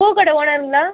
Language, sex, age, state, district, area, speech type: Tamil, female, 18-30, Tamil Nadu, Tiruchirappalli, rural, conversation